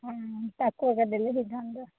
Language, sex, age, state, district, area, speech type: Odia, female, 18-30, Odisha, Koraput, urban, conversation